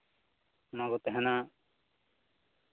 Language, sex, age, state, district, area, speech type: Santali, male, 30-45, West Bengal, Purba Bardhaman, rural, conversation